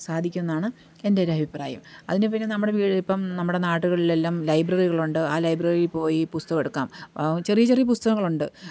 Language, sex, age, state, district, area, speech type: Malayalam, female, 45-60, Kerala, Pathanamthitta, rural, spontaneous